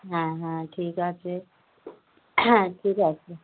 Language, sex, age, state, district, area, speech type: Bengali, female, 45-60, West Bengal, Dakshin Dinajpur, rural, conversation